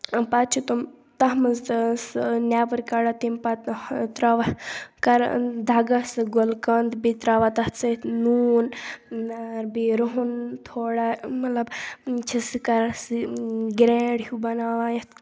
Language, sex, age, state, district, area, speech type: Kashmiri, female, 18-30, Jammu and Kashmir, Kupwara, rural, spontaneous